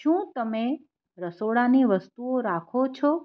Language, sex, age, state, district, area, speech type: Gujarati, female, 45-60, Gujarat, Anand, urban, read